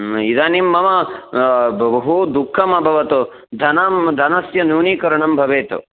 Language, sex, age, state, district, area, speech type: Sanskrit, male, 45-60, Karnataka, Uttara Kannada, urban, conversation